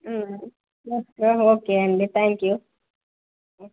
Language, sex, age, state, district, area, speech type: Telugu, female, 30-45, Telangana, Jangaon, rural, conversation